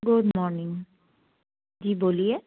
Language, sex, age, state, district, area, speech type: Hindi, female, 45-60, Madhya Pradesh, Jabalpur, urban, conversation